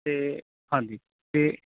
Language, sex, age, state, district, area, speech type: Punjabi, male, 18-30, Punjab, Bathinda, urban, conversation